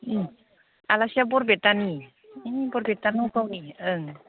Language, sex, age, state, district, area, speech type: Bodo, female, 30-45, Assam, Baksa, rural, conversation